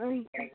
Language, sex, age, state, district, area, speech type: Santali, female, 18-30, Jharkhand, Seraikela Kharsawan, rural, conversation